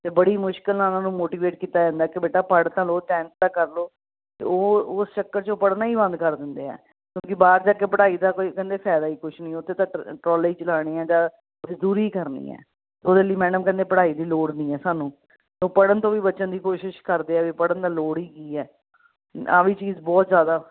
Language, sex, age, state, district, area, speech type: Punjabi, female, 45-60, Punjab, Ludhiana, urban, conversation